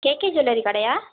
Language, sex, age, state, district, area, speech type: Tamil, female, 18-30, Tamil Nadu, Tiruvarur, rural, conversation